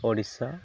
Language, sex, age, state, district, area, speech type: Odia, male, 30-45, Odisha, Subarnapur, urban, spontaneous